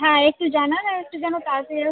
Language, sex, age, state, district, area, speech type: Bengali, female, 45-60, West Bengal, Birbhum, urban, conversation